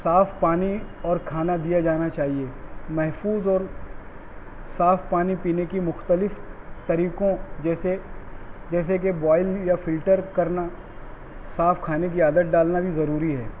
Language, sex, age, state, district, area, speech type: Urdu, male, 45-60, Maharashtra, Nashik, urban, spontaneous